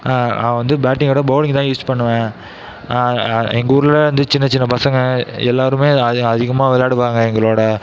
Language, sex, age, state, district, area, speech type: Tamil, male, 18-30, Tamil Nadu, Mayiladuthurai, rural, spontaneous